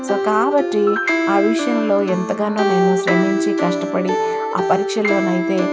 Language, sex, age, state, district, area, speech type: Telugu, female, 60+, Telangana, Ranga Reddy, rural, spontaneous